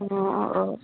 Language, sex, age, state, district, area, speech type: Assamese, female, 30-45, Assam, Nalbari, rural, conversation